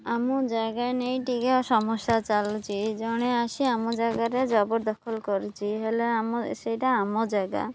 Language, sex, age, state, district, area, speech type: Odia, female, 30-45, Odisha, Malkangiri, urban, spontaneous